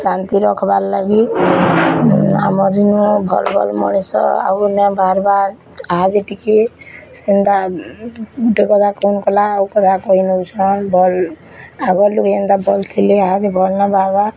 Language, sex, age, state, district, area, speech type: Odia, female, 30-45, Odisha, Bargarh, urban, spontaneous